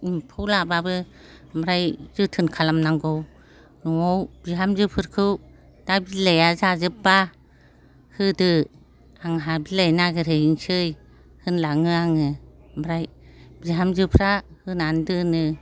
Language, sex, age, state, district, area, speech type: Bodo, female, 60+, Assam, Chirang, rural, spontaneous